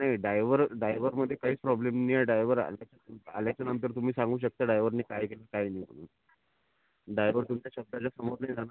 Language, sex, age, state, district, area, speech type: Marathi, male, 30-45, Maharashtra, Amravati, urban, conversation